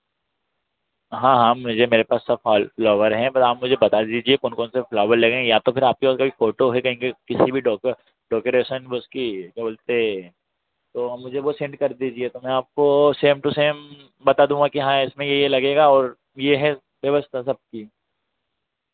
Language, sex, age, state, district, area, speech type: Hindi, male, 30-45, Madhya Pradesh, Harda, urban, conversation